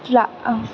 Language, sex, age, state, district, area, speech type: Maithili, female, 30-45, Bihar, Purnia, urban, spontaneous